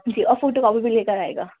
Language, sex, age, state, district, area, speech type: Urdu, female, 18-30, Delhi, North West Delhi, urban, conversation